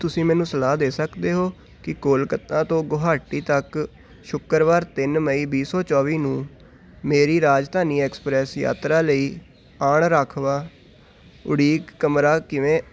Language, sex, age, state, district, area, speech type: Punjabi, male, 18-30, Punjab, Hoshiarpur, urban, read